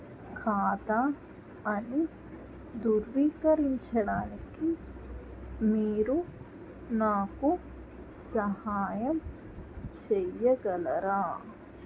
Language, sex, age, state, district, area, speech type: Telugu, female, 18-30, Andhra Pradesh, Krishna, rural, read